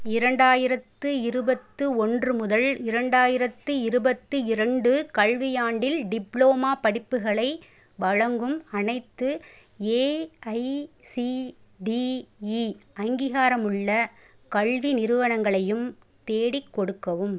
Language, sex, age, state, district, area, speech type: Tamil, female, 30-45, Tamil Nadu, Pudukkottai, rural, read